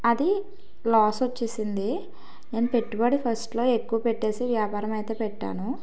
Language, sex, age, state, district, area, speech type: Telugu, female, 18-30, Telangana, Karimnagar, urban, spontaneous